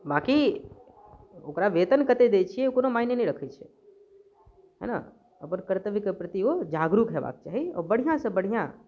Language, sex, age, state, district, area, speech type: Maithili, male, 30-45, Bihar, Darbhanga, rural, spontaneous